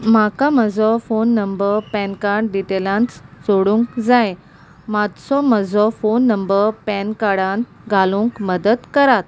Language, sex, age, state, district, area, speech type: Goan Konkani, female, 30-45, Goa, Salcete, rural, spontaneous